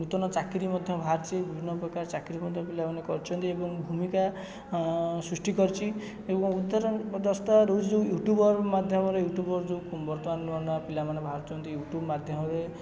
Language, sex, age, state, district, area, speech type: Odia, male, 18-30, Odisha, Jajpur, rural, spontaneous